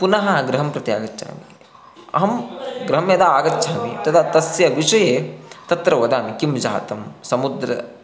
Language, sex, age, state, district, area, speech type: Sanskrit, male, 18-30, Karnataka, Chikkamagaluru, rural, spontaneous